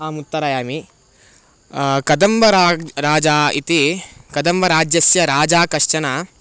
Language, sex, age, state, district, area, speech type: Sanskrit, male, 18-30, Karnataka, Bangalore Rural, urban, spontaneous